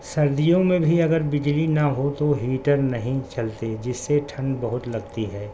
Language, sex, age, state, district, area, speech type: Urdu, male, 60+, Delhi, South Delhi, urban, spontaneous